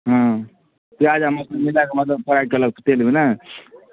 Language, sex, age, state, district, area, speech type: Maithili, male, 18-30, Bihar, Darbhanga, rural, conversation